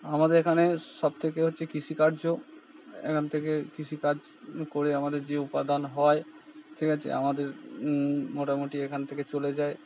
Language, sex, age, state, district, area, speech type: Bengali, male, 45-60, West Bengal, Purba Bardhaman, urban, spontaneous